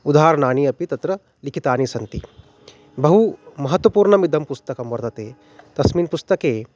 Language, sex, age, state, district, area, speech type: Sanskrit, male, 30-45, Maharashtra, Nagpur, urban, spontaneous